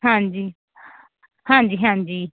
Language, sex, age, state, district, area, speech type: Punjabi, female, 30-45, Punjab, Barnala, urban, conversation